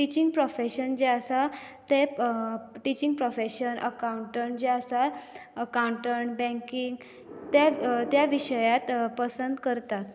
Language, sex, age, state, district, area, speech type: Goan Konkani, female, 18-30, Goa, Bardez, rural, spontaneous